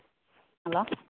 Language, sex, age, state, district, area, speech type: Santali, female, 30-45, Jharkhand, East Singhbhum, rural, conversation